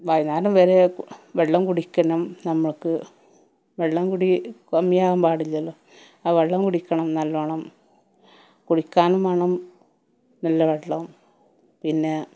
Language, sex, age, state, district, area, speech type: Malayalam, female, 30-45, Kerala, Malappuram, rural, spontaneous